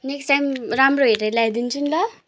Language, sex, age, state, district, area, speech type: Nepali, female, 18-30, West Bengal, Kalimpong, rural, spontaneous